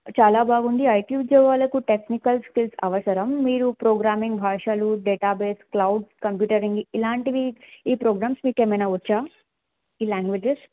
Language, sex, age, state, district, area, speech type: Telugu, female, 18-30, Telangana, Bhadradri Kothagudem, urban, conversation